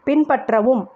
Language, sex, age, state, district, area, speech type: Tamil, female, 30-45, Tamil Nadu, Ranipet, urban, read